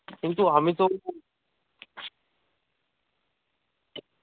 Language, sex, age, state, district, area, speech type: Bengali, male, 18-30, West Bengal, Uttar Dinajpur, rural, conversation